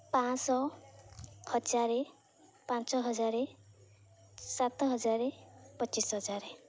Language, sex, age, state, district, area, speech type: Odia, female, 18-30, Odisha, Jagatsinghpur, rural, spontaneous